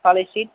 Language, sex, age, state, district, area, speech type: Tamil, male, 18-30, Tamil Nadu, Viluppuram, urban, conversation